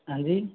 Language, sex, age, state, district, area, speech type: Hindi, male, 18-30, Rajasthan, Karauli, rural, conversation